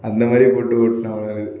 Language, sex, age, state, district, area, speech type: Tamil, male, 18-30, Tamil Nadu, Perambalur, rural, spontaneous